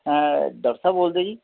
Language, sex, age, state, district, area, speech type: Punjabi, male, 45-60, Punjab, Tarn Taran, rural, conversation